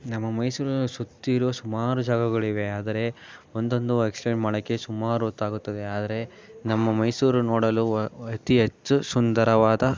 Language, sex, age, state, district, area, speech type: Kannada, male, 18-30, Karnataka, Mandya, rural, spontaneous